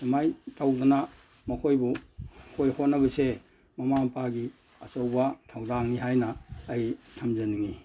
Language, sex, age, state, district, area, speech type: Manipuri, male, 60+, Manipur, Imphal East, rural, spontaneous